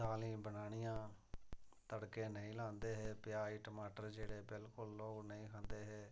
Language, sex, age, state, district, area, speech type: Dogri, male, 45-60, Jammu and Kashmir, Reasi, rural, spontaneous